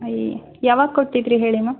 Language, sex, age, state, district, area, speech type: Kannada, female, 18-30, Karnataka, Shimoga, urban, conversation